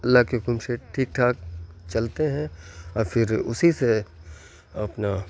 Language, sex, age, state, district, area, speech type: Urdu, male, 30-45, Bihar, Khagaria, rural, spontaneous